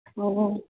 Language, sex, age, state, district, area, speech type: Manipuri, female, 30-45, Manipur, Kangpokpi, urban, conversation